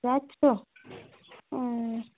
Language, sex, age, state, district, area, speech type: Bengali, female, 18-30, West Bengal, Cooch Behar, rural, conversation